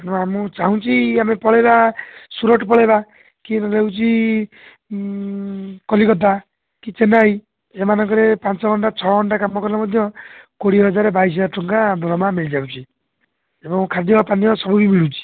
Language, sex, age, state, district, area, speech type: Odia, male, 60+, Odisha, Jharsuguda, rural, conversation